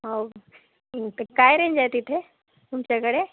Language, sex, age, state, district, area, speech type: Marathi, female, 60+, Maharashtra, Nagpur, urban, conversation